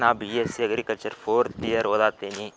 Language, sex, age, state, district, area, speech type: Kannada, male, 18-30, Karnataka, Dharwad, urban, spontaneous